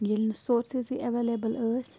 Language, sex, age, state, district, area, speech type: Kashmiri, female, 30-45, Jammu and Kashmir, Bandipora, rural, spontaneous